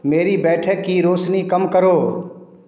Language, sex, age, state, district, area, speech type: Hindi, male, 45-60, Bihar, Samastipur, urban, read